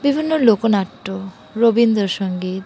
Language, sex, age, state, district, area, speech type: Bengali, female, 30-45, West Bengal, Dakshin Dinajpur, urban, spontaneous